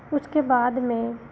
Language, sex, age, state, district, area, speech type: Hindi, female, 60+, Uttar Pradesh, Lucknow, rural, spontaneous